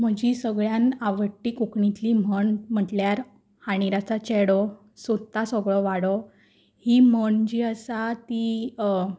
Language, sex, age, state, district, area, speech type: Goan Konkani, female, 18-30, Goa, Quepem, rural, spontaneous